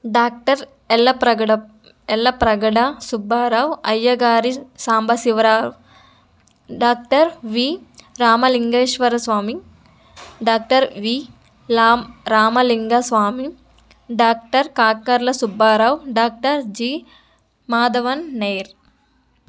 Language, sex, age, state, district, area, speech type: Telugu, female, 18-30, Andhra Pradesh, Nellore, rural, spontaneous